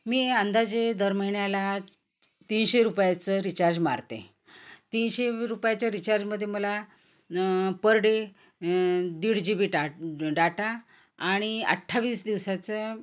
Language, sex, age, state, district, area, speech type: Marathi, female, 45-60, Maharashtra, Nanded, urban, spontaneous